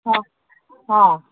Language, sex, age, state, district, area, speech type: Odia, female, 60+, Odisha, Angul, rural, conversation